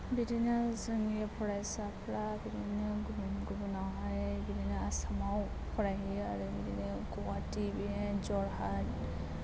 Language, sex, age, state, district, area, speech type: Bodo, female, 18-30, Assam, Chirang, rural, spontaneous